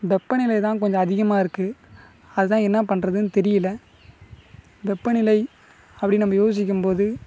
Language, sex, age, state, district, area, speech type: Tamil, male, 18-30, Tamil Nadu, Cuddalore, rural, spontaneous